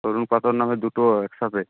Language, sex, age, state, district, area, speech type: Bengali, male, 18-30, West Bengal, Uttar Dinajpur, urban, conversation